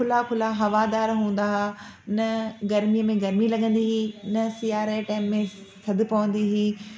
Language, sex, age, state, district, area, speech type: Sindhi, female, 30-45, Delhi, South Delhi, urban, spontaneous